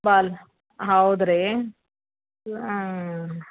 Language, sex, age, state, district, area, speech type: Kannada, female, 45-60, Karnataka, Gulbarga, urban, conversation